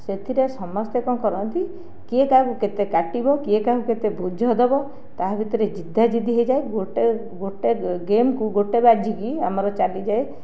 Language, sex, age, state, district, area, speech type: Odia, other, 60+, Odisha, Jajpur, rural, spontaneous